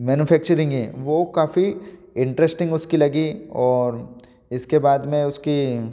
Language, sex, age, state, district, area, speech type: Hindi, male, 18-30, Madhya Pradesh, Ujjain, rural, spontaneous